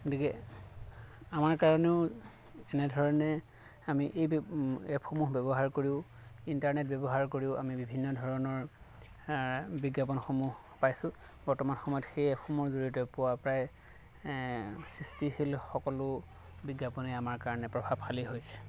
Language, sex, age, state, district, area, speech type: Assamese, male, 30-45, Assam, Lakhimpur, rural, spontaneous